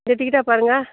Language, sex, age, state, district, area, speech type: Tamil, female, 60+, Tamil Nadu, Chengalpattu, rural, conversation